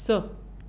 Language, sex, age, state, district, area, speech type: Goan Konkani, female, 30-45, Goa, Tiswadi, rural, read